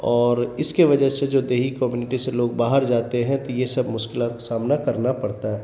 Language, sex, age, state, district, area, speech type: Urdu, male, 30-45, Bihar, Khagaria, rural, spontaneous